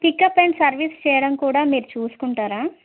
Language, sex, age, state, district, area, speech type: Telugu, female, 30-45, Andhra Pradesh, Krishna, urban, conversation